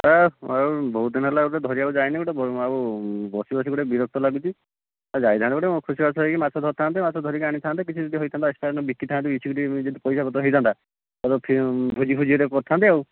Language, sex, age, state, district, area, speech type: Odia, male, 30-45, Odisha, Nayagarh, rural, conversation